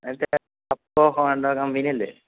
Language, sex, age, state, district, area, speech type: Malayalam, male, 18-30, Kerala, Malappuram, rural, conversation